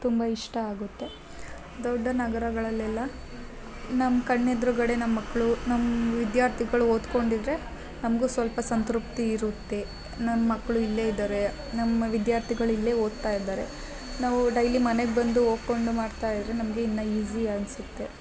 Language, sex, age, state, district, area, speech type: Kannada, female, 30-45, Karnataka, Hassan, urban, spontaneous